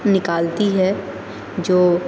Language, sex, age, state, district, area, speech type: Urdu, female, 18-30, Uttar Pradesh, Aligarh, urban, spontaneous